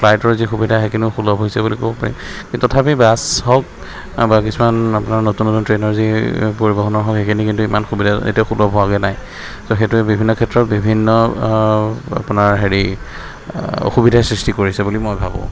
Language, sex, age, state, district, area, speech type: Assamese, male, 30-45, Assam, Sonitpur, urban, spontaneous